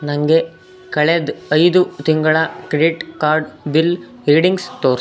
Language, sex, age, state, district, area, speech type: Kannada, male, 18-30, Karnataka, Davanagere, rural, read